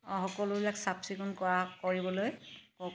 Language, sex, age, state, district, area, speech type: Assamese, female, 30-45, Assam, Charaideo, urban, spontaneous